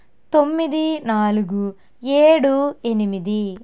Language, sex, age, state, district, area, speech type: Telugu, female, 18-30, Andhra Pradesh, N T Rama Rao, urban, read